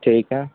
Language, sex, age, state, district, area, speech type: Urdu, male, 18-30, Uttar Pradesh, Balrampur, rural, conversation